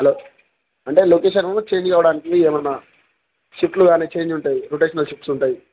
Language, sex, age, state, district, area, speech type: Telugu, male, 18-30, Telangana, Jangaon, rural, conversation